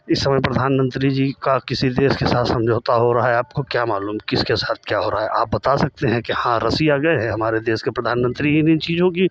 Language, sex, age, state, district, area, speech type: Hindi, male, 45-60, Uttar Pradesh, Lucknow, rural, spontaneous